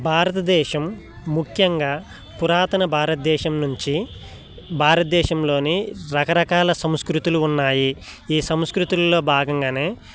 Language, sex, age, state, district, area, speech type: Telugu, male, 18-30, Telangana, Khammam, urban, spontaneous